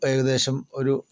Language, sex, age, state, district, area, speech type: Malayalam, male, 60+, Kerala, Palakkad, rural, spontaneous